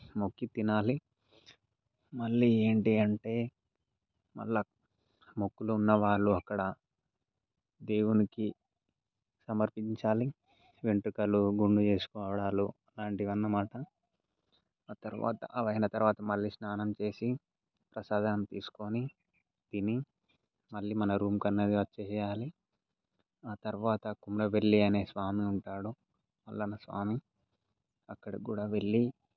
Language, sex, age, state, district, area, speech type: Telugu, male, 18-30, Telangana, Mancherial, rural, spontaneous